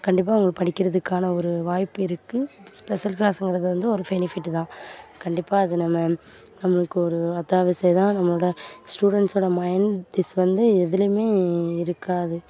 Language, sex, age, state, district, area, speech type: Tamil, female, 18-30, Tamil Nadu, Thoothukudi, rural, spontaneous